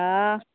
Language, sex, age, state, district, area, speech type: Maithili, female, 45-60, Bihar, Araria, rural, conversation